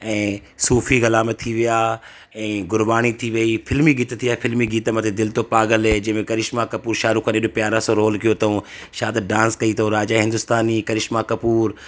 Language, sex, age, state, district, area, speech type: Sindhi, male, 30-45, Madhya Pradesh, Katni, urban, spontaneous